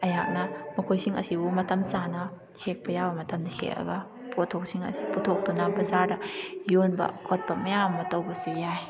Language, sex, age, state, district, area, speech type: Manipuri, female, 30-45, Manipur, Kakching, rural, spontaneous